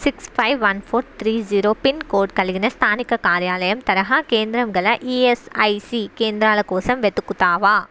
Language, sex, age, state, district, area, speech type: Telugu, female, 18-30, Andhra Pradesh, Visakhapatnam, urban, read